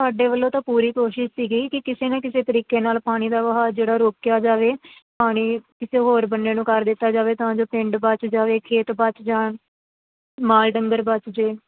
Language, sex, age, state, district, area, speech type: Punjabi, female, 18-30, Punjab, Firozpur, rural, conversation